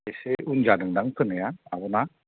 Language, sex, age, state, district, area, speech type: Bodo, male, 30-45, Assam, Kokrajhar, rural, conversation